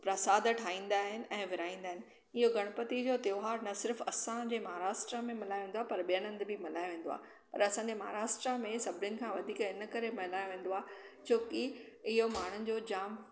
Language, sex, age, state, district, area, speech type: Sindhi, female, 45-60, Maharashtra, Thane, urban, spontaneous